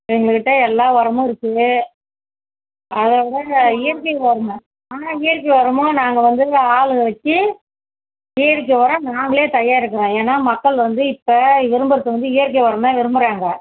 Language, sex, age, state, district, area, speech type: Tamil, female, 45-60, Tamil Nadu, Kallakurichi, rural, conversation